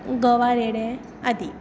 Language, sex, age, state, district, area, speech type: Goan Konkani, female, 18-30, Goa, Tiswadi, rural, spontaneous